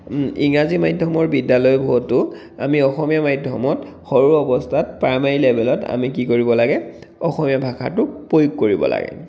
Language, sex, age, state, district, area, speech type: Assamese, male, 30-45, Assam, Dhemaji, rural, spontaneous